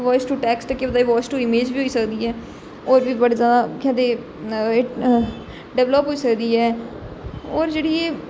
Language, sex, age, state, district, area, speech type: Dogri, female, 18-30, Jammu and Kashmir, Jammu, urban, spontaneous